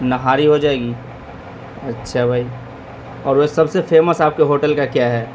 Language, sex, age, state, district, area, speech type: Urdu, male, 30-45, Delhi, Central Delhi, urban, spontaneous